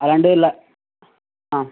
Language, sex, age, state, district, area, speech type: Malayalam, male, 18-30, Kerala, Kozhikode, urban, conversation